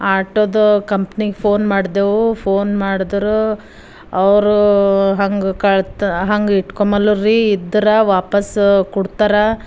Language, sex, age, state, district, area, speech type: Kannada, female, 45-60, Karnataka, Bidar, rural, spontaneous